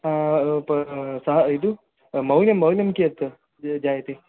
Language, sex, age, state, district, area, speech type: Sanskrit, male, 18-30, Karnataka, Dakshina Kannada, rural, conversation